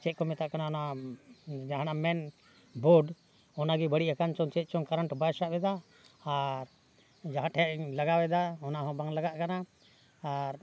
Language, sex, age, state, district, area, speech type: Santali, male, 60+, Jharkhand, Bokaro, rural, spontaneous